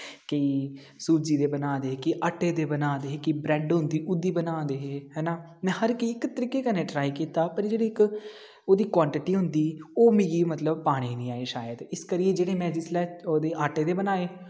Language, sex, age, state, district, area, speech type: Dogri, male, 18-30, Jammu and Kashmir, Kathua, rural, spontaneous